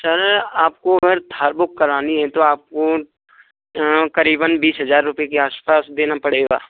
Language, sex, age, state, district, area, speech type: Hindi, male, 18-30, Rajasthan, Bharatpur, rural, conversation